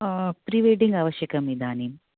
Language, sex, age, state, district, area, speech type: Sanskrit, female, 30-45, Karnataka, Bangalore Urban, urban, conversation